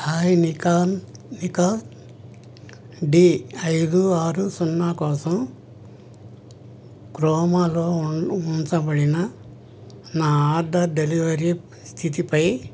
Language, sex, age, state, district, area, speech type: Telugu, male, 60+, Andhra Pradesh, N T Rama Rao, urban, read